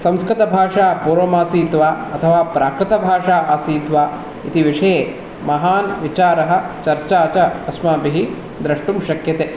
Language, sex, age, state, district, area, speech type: Sanskrit, male, 30-45, Karnataka, Bangalore Urban, urban, spontaneous